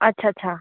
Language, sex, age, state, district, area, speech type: Dogri, female, 30-45, Jammu and Kashmir, Udhampur, urban, conversation